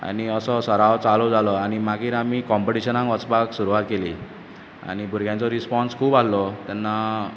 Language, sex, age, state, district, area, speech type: Goan Konkani, male, 30-45, Goa, Bardez, urban, spontaneous